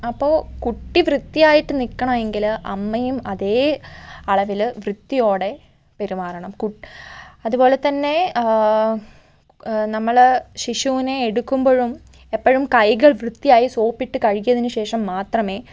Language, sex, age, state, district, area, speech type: Malayalam, female, 30-45, Kerala, Wayanad, rural, spontaneous